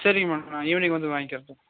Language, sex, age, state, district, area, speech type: Tamil, male, 30-45, Tamil Nadu, Nilgiris, urban, conversation